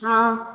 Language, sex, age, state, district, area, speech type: Hindi, female, 30-45, Rajasthan, Jodhpur, urban, conversation